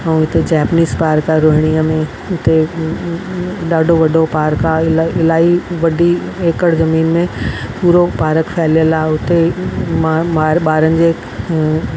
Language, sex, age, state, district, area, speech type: Sindhi, female, 45-60, Delhi, South Delhi, urban, spontaneous